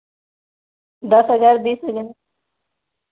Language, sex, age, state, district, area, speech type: Hindi, female, 18-30, Uttar Pradesh, Chandauli, rural, conversation